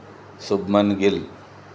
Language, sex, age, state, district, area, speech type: Telugu, male, 45-60, Andhra Pradesh, N T Rama Rao, urban, spontaneous